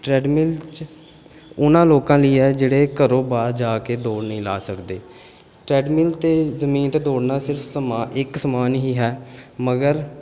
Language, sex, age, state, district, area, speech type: Punjabi, male, 18-30, Punjab, Pathankot, urban, spontaneous